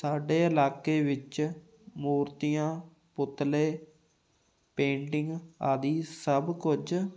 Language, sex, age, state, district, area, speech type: Punjabi, male, 18-30, Punjab, Fatehgarh Sahib, rural, spontaneous